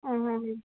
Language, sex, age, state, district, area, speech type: Kannada, female, 30-45, Karnataka, Gulbarga, urban, conversation